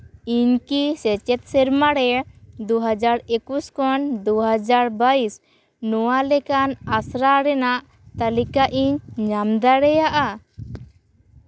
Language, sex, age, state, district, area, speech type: Santali, female, 18-30, West Bengal, Purba Bardhaman, rural, read